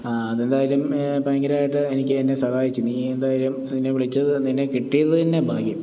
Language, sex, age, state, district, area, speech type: Malayalam, male, 30-45, Kerala, Pathanamthitta, rural, spontaneous